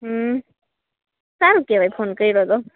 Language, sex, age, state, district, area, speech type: Gujarati, female, 18-30, Gujarat, Rajkot, rural, conversation